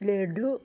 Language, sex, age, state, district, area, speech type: Malayalam, female, 60+, Kerala, Wayanad, rural, spontaneous